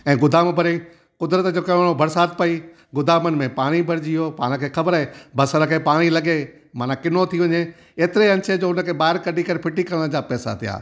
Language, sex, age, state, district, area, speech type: Sindhi, male, 60+, Gujarat, Junagadh, rural, spontaneous